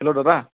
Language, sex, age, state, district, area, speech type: Assamese, male, 18-30, Assam, Dibrugarh, urban, conversation